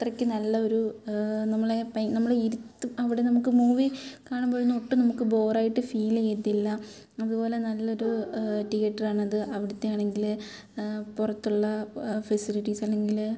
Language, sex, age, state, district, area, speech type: Malayalam, female, 18-30, Kerala, Kottayam, urban, spontaneous